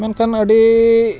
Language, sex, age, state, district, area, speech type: Santali, male, 45-60, Jharkhand, Bokaro, rural, spontaneous